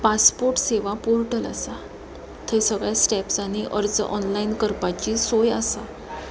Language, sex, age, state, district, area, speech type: Goan Konkani, female, 30-45, Goa, Pernem, rural, spontaneous